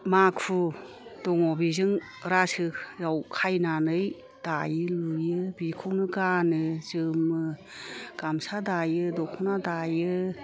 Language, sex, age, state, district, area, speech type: Bodo, female, 60+, Assam, Kokrajhar, rural, spontaneous